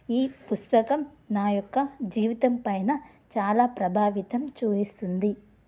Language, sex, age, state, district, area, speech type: Telugu, female, 30-45, Telangana, Karimnagar, rural, spontaneous